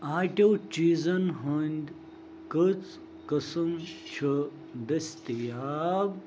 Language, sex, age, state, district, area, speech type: Kashmiri, male, 30-45, Jammu and Kashmir, Bandipora, rural, read